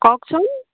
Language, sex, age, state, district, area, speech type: Assamese, female, 45-60, Assam, Jorhat, urban, conversation